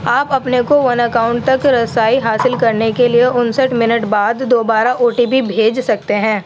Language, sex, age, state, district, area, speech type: Urdu, female, 45-60, Uttar Pradesh, Gautam Buddha Nagar, urban, read